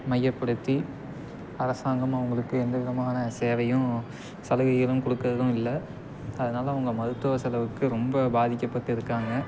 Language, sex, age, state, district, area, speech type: Tamil, male, 18-30, Tamil Nadu, Tiruppur, rural, spontaneous